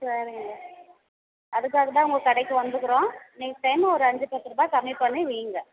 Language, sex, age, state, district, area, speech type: Tamil, female, 30-45, Tamil Nadu, Tirupattur, rural, conversation